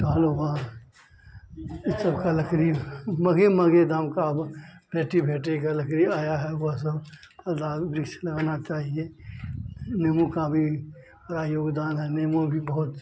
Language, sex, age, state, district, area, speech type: Hindi, male, 45-60, Bihar, Madhepura, rural, spontaneous